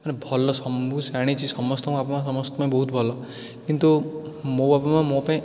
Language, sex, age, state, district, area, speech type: Odia, male, 18-30, Odisha, Dhenkanal, urban, spontaneous